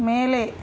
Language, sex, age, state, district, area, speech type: Tamil, female, 30-45, Tamil Nadu, Tiruvallur, urban, read